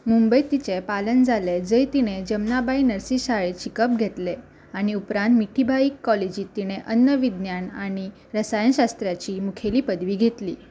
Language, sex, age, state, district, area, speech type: Goan Konkani, female, 18-30, Goa, Ponda, rural, read